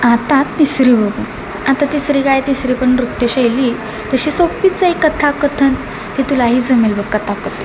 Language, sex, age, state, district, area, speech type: Marathi, female, 18-30, Maharashtra, Satara, urban, spontaneous